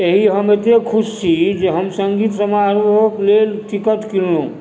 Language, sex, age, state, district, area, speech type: Maithili, male, 45-60, Bihar, Supaul, rural, read